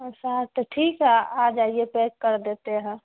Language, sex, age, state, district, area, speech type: Urdu, female, 18-30, Bihar, Saharsa, rural, conversation